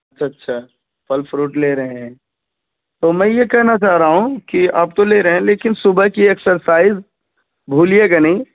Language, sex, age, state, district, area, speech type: Urdu, male, 18-30, Bihar, Purnia, rural, conversation